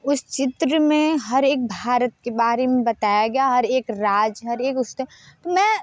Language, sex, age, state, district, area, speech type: Hindi, female, 30-45, Uttar Pradesh, Mirzapur, rural, spontaneous